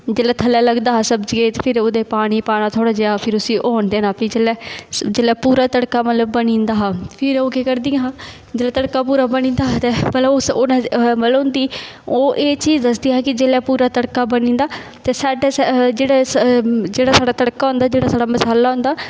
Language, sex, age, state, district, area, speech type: Dogri, female, 18-30, Jammu and Kashmir, Kathua, rural, spontaneous